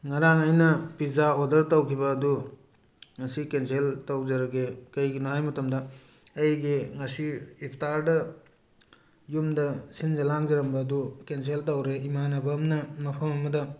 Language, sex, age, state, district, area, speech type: Manipuri, male, 45-60, Manipur, Tengnoupal, urban, spontaneous